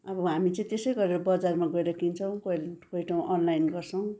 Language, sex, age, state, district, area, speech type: Nepali, female, 60+, West Bengal, Kalimpong, rural, spontaneous